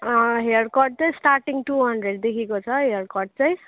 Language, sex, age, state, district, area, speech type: Nepali, female, 30-45, West Bengal, Darjeeling, rural, conversation